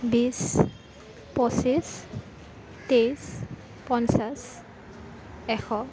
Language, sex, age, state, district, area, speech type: Assamese, female, 18-30, Assam, Kamrup Metropolitan, urban, spontaneous